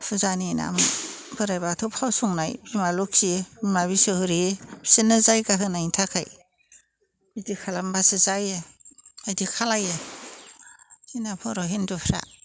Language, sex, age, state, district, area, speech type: Bodo, female, 60+, Assam, Chirang, rural, spontaneous